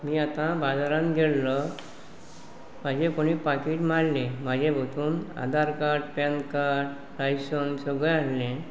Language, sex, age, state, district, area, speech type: Goan Konkani, male, 45-60, Goa, Pernem, rural, spontaneous